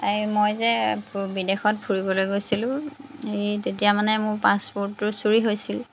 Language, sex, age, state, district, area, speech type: Assamese, female, 30-45, Assam, Jorhat, urban, spontaneous